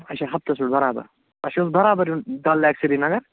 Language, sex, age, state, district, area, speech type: Kashmiri, male, 45-60, Jammu and Kashmir, Budgam, urban, conversation